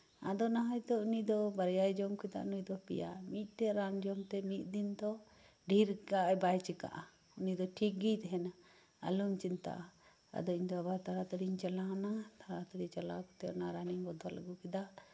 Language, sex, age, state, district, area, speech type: Santali, female, 45-60, West Bengal, Birbhum, rural, spontaneous